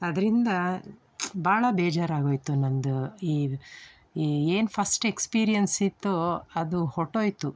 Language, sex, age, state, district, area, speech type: Kannada, female, 45-60, Karnataka, Tumkur, rural, spontaneous